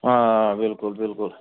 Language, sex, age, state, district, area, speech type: Kashmiri, male, 30-45, Jammu and Kashmir, Ganderbal, rural, conversation